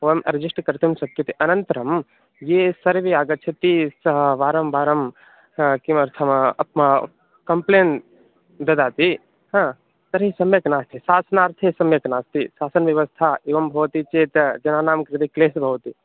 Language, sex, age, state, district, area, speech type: Sanskrit, male, 18-30, Uttar Pradesh, Mirzapur, rural, conversation